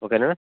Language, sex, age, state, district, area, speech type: Telugu, male, 30-45, Telangana, Jangaon, rural, conversation